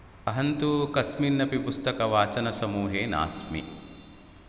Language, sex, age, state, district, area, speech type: Sanskrit, male, 30-45, Karnataka, Udupi, rural, spontaneous